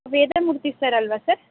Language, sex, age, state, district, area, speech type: Kannada, female, 45-60, Karnataka, Tumkur, rural, conversation